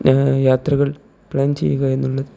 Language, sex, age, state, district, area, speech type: Malayalam, male, 18-30, Kerala, Kozhikode, rural, spontaneous